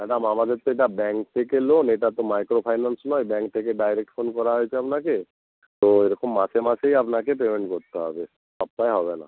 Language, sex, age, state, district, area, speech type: Bengali, male, 30-45, West Bengal, North 24 Parganas, rural, conversation